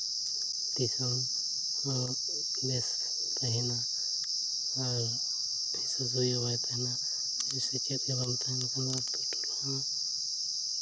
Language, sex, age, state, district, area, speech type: Santali, male, 30-45, Jharkhand, Seraikela Kharsawan, rural, spontaneous